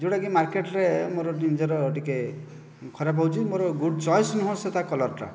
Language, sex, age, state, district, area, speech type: Odia, male, 45-60, Odisha, Kandhamal, rural, spontaneous